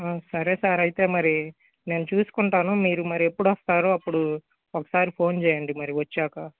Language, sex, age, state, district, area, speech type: Telugu, male, 18-30, Andhra Pradesh, Guntur, urban, conversation